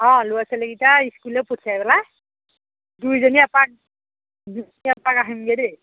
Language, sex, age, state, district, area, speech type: Assamese, female, 45-60, Assam, Majuli, urban, conversation